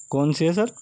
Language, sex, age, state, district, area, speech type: Urdu, male, 30-45, Uttar Pradesh, Saharanpur, urban, spontaneous